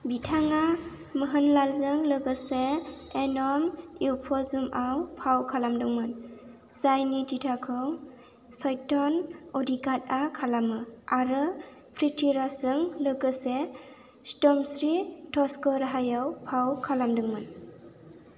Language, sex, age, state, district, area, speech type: Bodo, female, 18-30, Assam, Chirang, rural, read